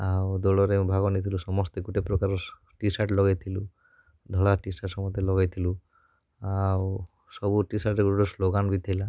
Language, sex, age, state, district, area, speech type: Odia, male, 18-30, Odisha, Kalahandi, rural, spontaneous